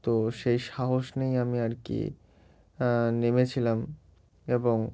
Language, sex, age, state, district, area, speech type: Bengali, male, 18-30, West Bengal, Murshidabad, urban, spontaneous